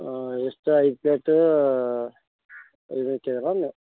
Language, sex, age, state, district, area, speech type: Kannada, male, 30-45, Karnataka, Koppal, rural, conversation